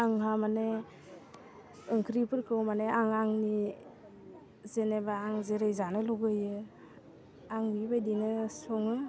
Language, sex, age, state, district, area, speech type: Bodo, female, 30-45, Assam, Udalguri, urban, spontaneous